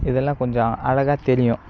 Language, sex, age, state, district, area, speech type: Tamil, male, 18-30, Tamil Nadu, Kallakurichi, rural, spontaneous